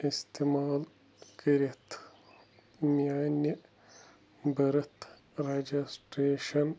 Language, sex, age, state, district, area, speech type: Kashmiri, male, 18-30, Jammu and Kashmir, Bandipora, rural, read